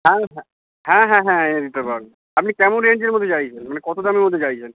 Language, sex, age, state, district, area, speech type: Bengali, male, 30-45, West Bengal, Uttar Dinajpur, urban, conversation